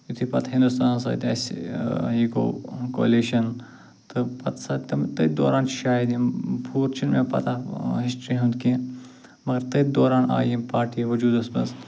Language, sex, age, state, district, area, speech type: Kashmiri, male, 45-60, Jammu and Kashmir, Ganderbal, rural, spontaneous